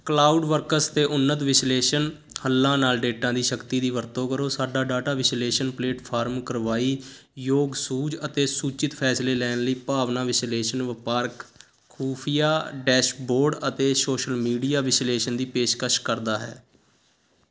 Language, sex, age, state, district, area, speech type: Punjabi, male, 18-30, Punjab, Sangrur, urban, read